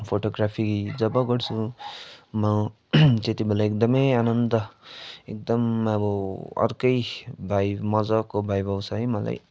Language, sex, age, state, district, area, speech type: Nepali, male, 18-30, West Bengal, Darjeeling, rural, spontaneous